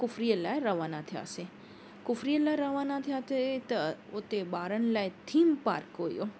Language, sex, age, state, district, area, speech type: Sindhi, female, 30-45, Maharashtra, Mumbai Suburban, urban, spontaneous